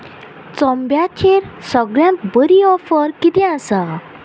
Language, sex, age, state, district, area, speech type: Goan Konkani, female, 30-45, Goa, Quepem, rural, read